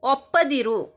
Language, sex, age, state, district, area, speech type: Kannada, female, 30-45, Karnataka, Shimoga, rural, read